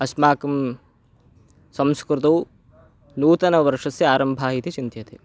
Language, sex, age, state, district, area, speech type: Sanskrit, male, 18-30, Karnataka, Chikkamagaluru, rural, spontaneous